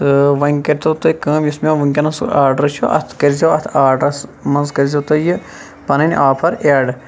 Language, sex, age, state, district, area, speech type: Kashmiri, male, 45-60, Jammu and Kashmir, Shopian, urban, spontaneous